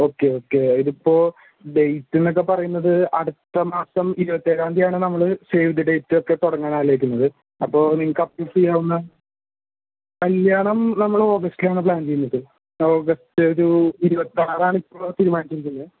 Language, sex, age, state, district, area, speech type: Malayalam, male, 18-30, Kerala, Thrissur, urban, conversation